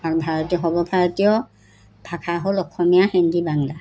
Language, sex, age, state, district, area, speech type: Assamese, female, 60+, Assam, Golaghat, rural, spontaneous